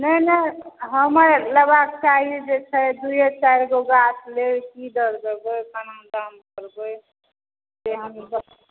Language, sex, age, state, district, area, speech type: Maithili, female, 60+, Bihar, Supaul, urban, conversation